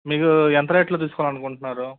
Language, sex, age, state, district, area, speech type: Telugu, male, 30-45, Andhra Pradesh, Guntur, urban, conversation